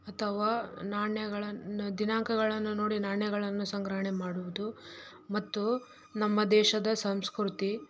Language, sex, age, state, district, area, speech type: Kannada, female, 18-30, Karnataka, Chitradurga, rural, spontaneous